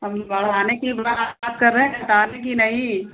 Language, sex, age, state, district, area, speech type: Hindi, female, 60+, Uttar Pradesh, Ayodhya, rural, conversation